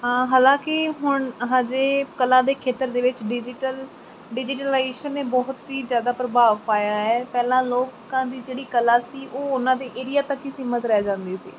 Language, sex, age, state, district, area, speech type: Punjabi, female, 18-30, Punjab, Mansa, urban, spontaneous